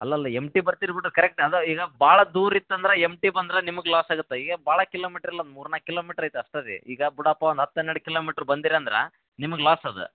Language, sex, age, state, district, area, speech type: Kannada, male, 18-30, Karnataka, Koppal, rural, conversation